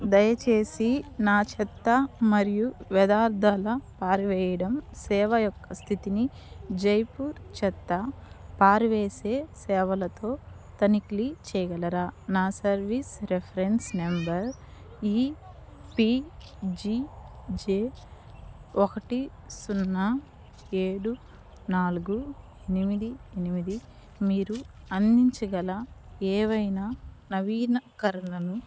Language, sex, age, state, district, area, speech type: Telugu, female, 30-45, Andhra Pradesh, Nellore, urban, read